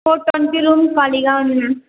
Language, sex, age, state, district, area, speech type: Telugu, female, 18-30, Andhra Pradesh, Anantapur, urban, conversation